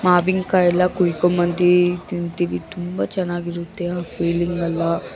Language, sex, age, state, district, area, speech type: Kannada, female, 18-30, Karnataka, Bangalore Urban, urban, spontaneous